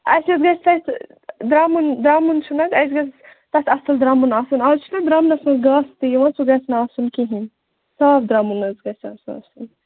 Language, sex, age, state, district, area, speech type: Kashmiri, female, 45-60, Jammu and Kashmir, Ganderbal, rural, conversation